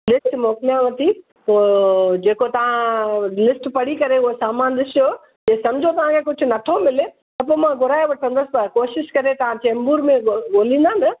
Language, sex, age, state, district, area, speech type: Sindhi, female, 60+, Maharashtra, Mumbai Suburban, urban, conversation